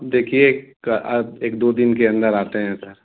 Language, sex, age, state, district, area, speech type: Hindi, male, 45-60, Uttar Pradesh, Mau, urban, conversation